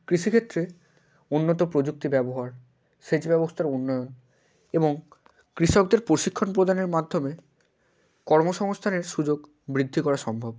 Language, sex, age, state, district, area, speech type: Bengali, male, 18-30, West Bengal, Hooghly, urban, spontaneous